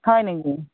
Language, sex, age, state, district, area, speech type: Assamese, female, 60+, Assam, Morigaon, rural, conversation